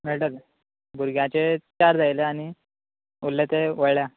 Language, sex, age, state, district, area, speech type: Goan Konkani, male, 18-30, Goa, Quepem, rural, conversation